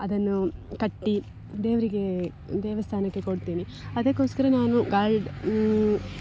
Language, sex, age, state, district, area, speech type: Kannada, female, 18-30, Karnataka, Dakshina Kannada, rural, spontaneous